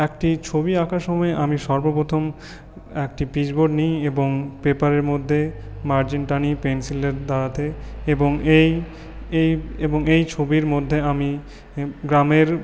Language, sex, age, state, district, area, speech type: Bengali, male, 18-30, West Bengal, Purulia, urban, spontaneous